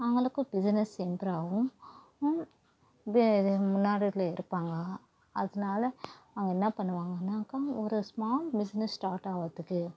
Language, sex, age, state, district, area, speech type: Tamil, female, 18-30, Tamil Nadu, Tiruvallur, urban, spontaneous